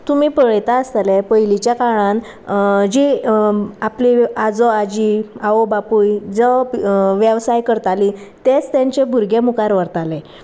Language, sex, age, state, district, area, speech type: Goan Konkani, female, 30-45, Goa, Sanguem, rural, spontaneous